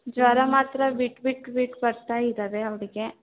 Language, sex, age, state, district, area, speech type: Kannada, female, 18-30, Karnataka, Chitradurga, rural, conversation